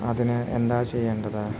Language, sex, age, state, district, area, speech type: Malayalam, male, 30-45, Kerala, Wayanad, rural, spontaneous